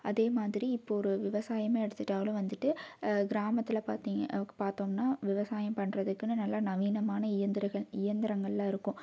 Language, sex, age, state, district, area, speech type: Tamil, female, 18-30, Tamil Nadu, Tiruppur, rural, spontaneous